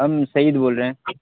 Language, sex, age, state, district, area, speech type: Urdu, male, 30-45, Bihar, Purnia, rural, conversation